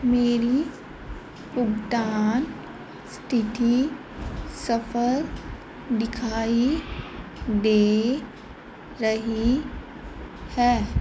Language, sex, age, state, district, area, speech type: Punjabi, female, 30-45, Punjab, Fazilka, rural, read